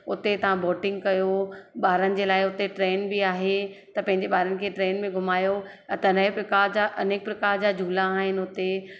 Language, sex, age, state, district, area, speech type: Sindhi, female, 30-45, Madhya Pradesh, Katni, urban, spontaneous